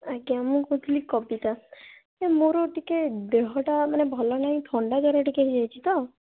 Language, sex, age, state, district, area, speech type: Odia, female, 18-30, Odisha, Bhadrak, rural, conversation